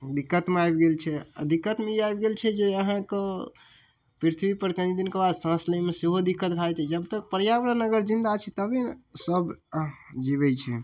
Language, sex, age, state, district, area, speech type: Maithili, male, 18-30, Bihar, Darbhanga, rural, spontaneous